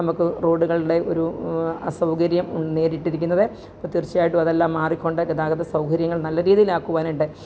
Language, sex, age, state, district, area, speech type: Malayalam, female, 45-60, Kerala, Kottayam, rural, spontaneous